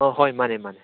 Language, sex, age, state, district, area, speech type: Manipuri, male, 18-30, Manipur, Churachandpur, rural, conversation